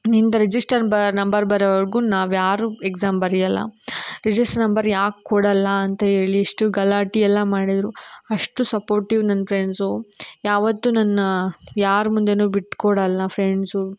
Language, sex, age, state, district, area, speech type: Kannada, female, 18-30, Karnataka, Tumkur, urban, spontaneous